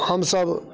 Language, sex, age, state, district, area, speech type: Maithili, male, 30-45, Bihar, Muzaffarpur, urban, spontaneous